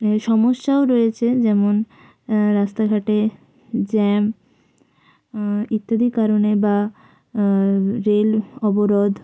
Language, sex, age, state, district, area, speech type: Bengali, female, 18-30, West Bengal, Jalpaiguri, rural, spontaneous